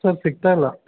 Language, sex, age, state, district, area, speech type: Kannada, male, 30-45, Karnataka, Belgaum, urban, conversation